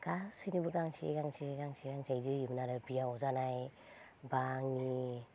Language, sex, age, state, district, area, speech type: Bodo, female, 30-45, Assam, Baksa, rural, spontaneous